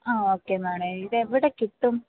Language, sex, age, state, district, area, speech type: Malayalam, female, 18-30, Kerala, Idukki, rural, conversation